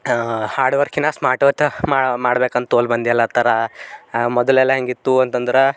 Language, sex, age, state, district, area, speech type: Kannada, male, 18-30, Karnataka, Bidar, urban, spontaneous